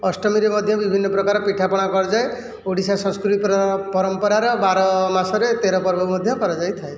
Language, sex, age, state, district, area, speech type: Odia, male, 45-60, Odisha, Jajpur, rural, spontaneous